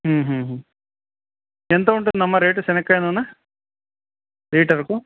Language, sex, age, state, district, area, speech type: Telugu, male, 30-45, Andhra Pradesh, Kadapa, urban, conversation